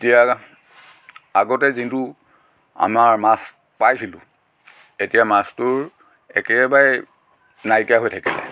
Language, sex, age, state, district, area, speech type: Assamese, male, 45-60, Assam, Dhemaji, rural, spontaneous